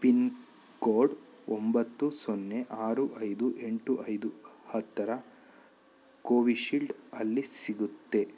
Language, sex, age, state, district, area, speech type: Kannada, male, 30-45, Karnataka, Bidar, rural, read